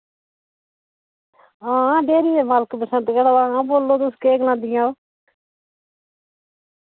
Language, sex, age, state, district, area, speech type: Dogri, female, 60+, Jammu and Kashmir, Udhampur, rural, conversation